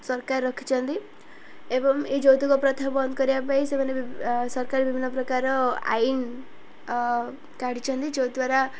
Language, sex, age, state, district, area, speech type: Odia, female, 18-30, Odisha, Ganjam, urban, spontaneous